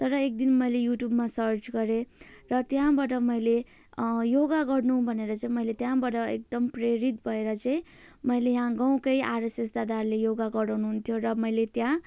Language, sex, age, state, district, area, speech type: Nepali, female, 18-30, West Bengal, Jalpaiguri, rural, spontaneous